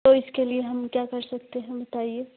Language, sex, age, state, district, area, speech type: Hindi, female, 18-30, Uttar Pradesh, Jaunpur, urban, conversation